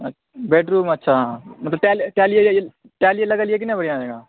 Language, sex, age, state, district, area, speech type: Maithili, male, 18-30, Bihar, Supaul, rural, conversation